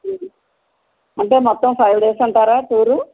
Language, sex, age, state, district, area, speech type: Telugu, female, 60+, Andhra Pradesh, West Godavari, rural, conversation